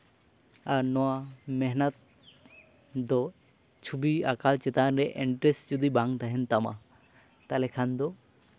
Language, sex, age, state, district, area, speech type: Santali, male, 18-30, West Bengal, Jhargram, rural, spontaneous